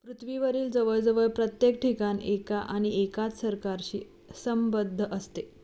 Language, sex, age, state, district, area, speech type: Marathi, female, 18-30, Maharashtra, Sangli, urban, read